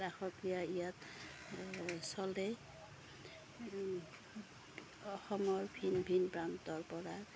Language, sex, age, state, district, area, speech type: Assamese, female, 45-60, Assam, Darrang, rural, spontaneous